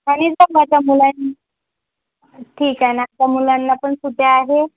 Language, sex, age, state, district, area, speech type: Marathi, female, 45-60, Maharashtra, Yavatmal, rural, conversation